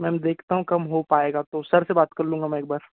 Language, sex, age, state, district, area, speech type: Hindi, male, 18-30, Madhya Pradesh, Bhopal, rural, conversation